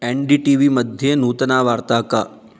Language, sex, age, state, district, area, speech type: Sanskrit, male, 30-45, Rajasthan, Ajmer, urban, read